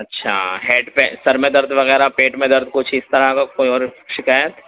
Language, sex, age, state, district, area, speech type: Urdu, male, 30-45, Uttar Pradesh, Gautam Buddha Nagar, rural, conversation